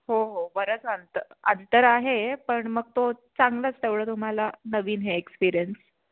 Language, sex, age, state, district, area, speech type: Marathi, female, 18-30, Maharashtra, Pune, urban, conversation